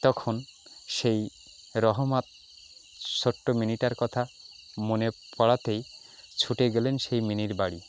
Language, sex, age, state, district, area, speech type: Bengali, male, 45-60, West Bengal, Jalpaiguri, rural, spontaneous